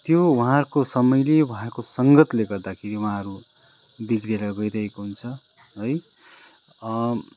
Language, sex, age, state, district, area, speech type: Nepali, male, 30-45, West Bengal, Kalimpong, rural, spontaneous